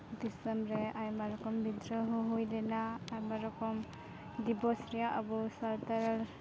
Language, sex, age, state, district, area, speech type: Santali, female, 18-30, West Bengal, Uttar Dinajpur, rural, spontaneous